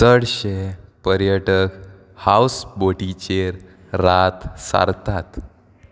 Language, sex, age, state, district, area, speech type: Goan Konkani, male, 18-30, Goa, Salcete, rural, read